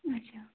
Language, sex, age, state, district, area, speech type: Kashmiri, female, 18-30, Jammu and Kashmir, Bandipora, rural, conversation